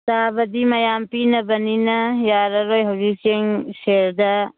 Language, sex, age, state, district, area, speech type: Manipuri, female, 60+, Manipur, Churachandpur, urban, conversation